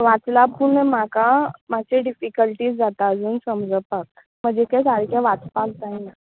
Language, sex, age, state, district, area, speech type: Goan Konkani, female, 18-30, Goa, Tiswadi, rural, conversation